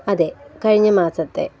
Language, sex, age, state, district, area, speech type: Malayalam, female, 18-30, Kerala, Palakkad, rural, spontaneous